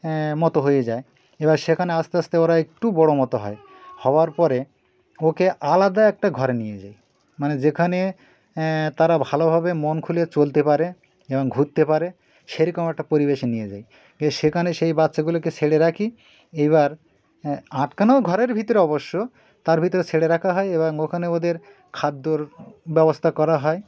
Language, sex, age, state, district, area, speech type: Bengali, male, 60+, West Bengal, Birbhum, urban, spontaneous